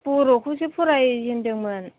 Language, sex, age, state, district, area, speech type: Bodo, female, 18-30, Assam, Chirang, rural, conversation